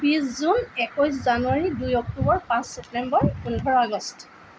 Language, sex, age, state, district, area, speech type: Assamese, female, 45-60, Assam, Tinsukia, rural, spontaneous